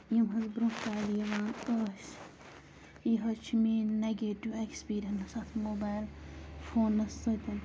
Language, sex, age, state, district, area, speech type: Kashmiri, female, 30-45, Jammu and Kashmir, Bandipora, rural, spontaneous